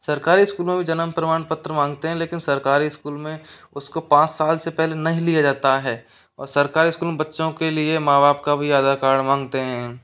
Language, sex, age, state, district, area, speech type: Hindi, male, 60+, Rajasthan, Karauli, rural, spontaneous